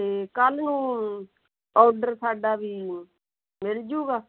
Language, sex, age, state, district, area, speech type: Punjabi, female, 45-60, Punjab, Fazilka, rural, conversation